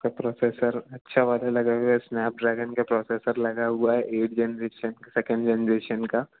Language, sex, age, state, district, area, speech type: Hindi, male, 30-45, Madhya Pradesh, Jabalpur, urban, conversation